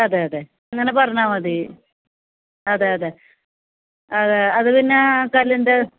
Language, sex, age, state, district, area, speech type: Malayalam, female, 45-60, Kerala, Kasaragod, rural, conversation